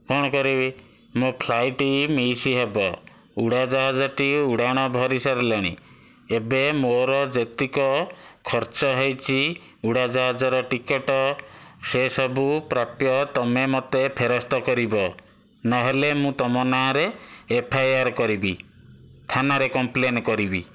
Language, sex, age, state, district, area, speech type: Odia, male, 60+, Odisha, Bhadrak, rural, spontaneous